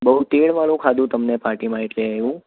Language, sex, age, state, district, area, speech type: Gujarati, male, 18-30, Gujarat, Ahmedabad, urban, conversation